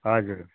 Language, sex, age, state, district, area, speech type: Nepali, male, 60+, West Bengal, Kalimpong, rural, conversation